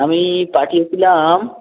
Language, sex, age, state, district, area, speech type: Bengali, male, 18-30, West Bengal, Uttar Dinajpur, urban, conversation